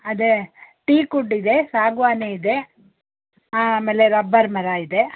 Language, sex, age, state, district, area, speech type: Kannada, female, 60+, Karnataka, Mandya, rural, conversation